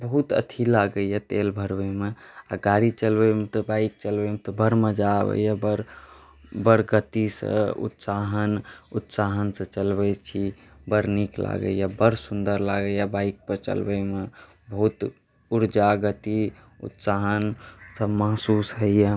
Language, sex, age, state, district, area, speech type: Maithili, other, 18-30, Bihar, Saharsa, rural, spontaneous